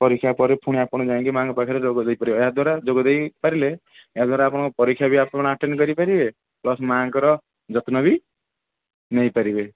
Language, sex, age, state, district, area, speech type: Odia, male, 18-30, Odisha, Kendrapara, urban, conversation